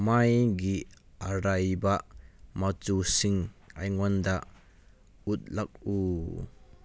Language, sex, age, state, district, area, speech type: Manipuri, male, 18-30, Manipur, Kangpokpi, urban, read